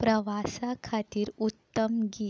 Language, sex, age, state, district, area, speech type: Goan Konkani, female, 18-30, Goa, Salcete, rural, read